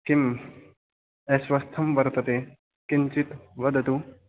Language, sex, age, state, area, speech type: Sanskrit, male, 18-30, Haryana, rural, conversation